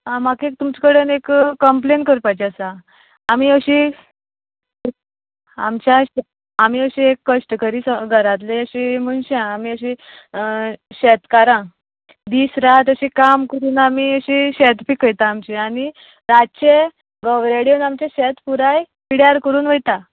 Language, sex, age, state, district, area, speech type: Goan Konkani, female, 18-30, Goa, Canacona, rural, conversation